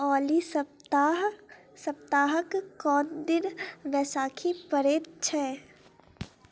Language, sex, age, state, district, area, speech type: Maithili, female, 18-30, Bihar, Muzaffarpur, rural, read